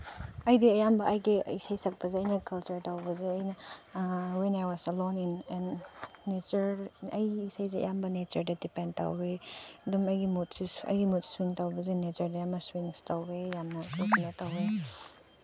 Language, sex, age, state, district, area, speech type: Manipuri, female, 18-30, Manipur, Chandel, rural, spontaneous